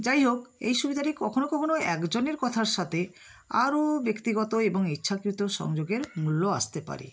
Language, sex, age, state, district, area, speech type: Bengali, female, 60+, West Bengal, Nadia, rural, spontaneous